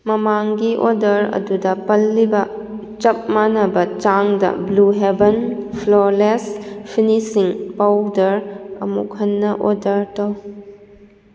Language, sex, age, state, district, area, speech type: Manipuri, female, 18-30, Manipur, Kakching, rural, read